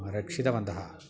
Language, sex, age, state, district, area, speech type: Sanskrit, male, 45-60, Kerala, Thrissur, urban, spontaneous